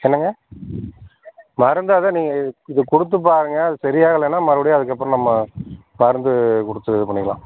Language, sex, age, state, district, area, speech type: Tamil, male, 45-60, Tamil Nadu, Virudhunagar, rural, conversation